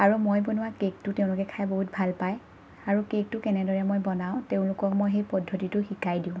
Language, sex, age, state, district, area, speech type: Assamese, female, 30-45, Assam, Lakhimpur, rural, spontaneous